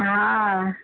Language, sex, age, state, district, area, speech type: Sindhi, female, 60+, Gujarat, Surat, urban, conversation